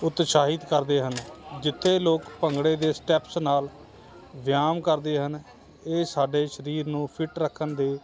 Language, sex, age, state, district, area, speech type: Punjabi, male, 30-45, Punjab, Hoshiarpur, urban, spontaneous